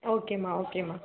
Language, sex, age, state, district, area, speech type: Tamil, male, 18-30, Tamil Nadu, Dharmapuri, rural, conversation